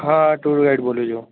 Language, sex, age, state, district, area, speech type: Gujarati, male, 18-30, Gujarat, Ahmedabad, urban, conversation